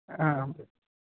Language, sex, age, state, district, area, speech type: Malayalam, male, 18-30, Kerala, Idukki, rural, conversation